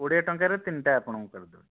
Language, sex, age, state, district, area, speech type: Odia, male, 30-45, Odisha, Bhadrak, rural, conversation